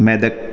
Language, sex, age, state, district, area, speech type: Sanskrit, male, 45-60, Andhra Pradesh, Krishna, urban, spontaneous